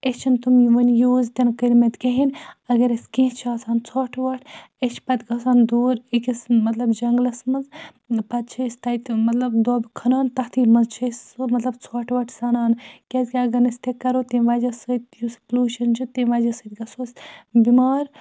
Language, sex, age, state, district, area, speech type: Kashmiri, female, 30-45, Jammu and Kashmir, Baramulla, rural, spontaneous